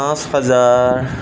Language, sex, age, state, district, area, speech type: Assamese, male, 60+, Assam, Tinsukia, rural, spontaneous